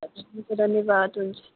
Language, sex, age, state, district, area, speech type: Nepali, female, 18-30, West Bengal, Darjeeling, rural, conversation